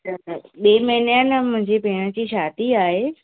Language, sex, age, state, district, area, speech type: Sindhi, female, 18-30, Gujarat, Surat, urban, conversation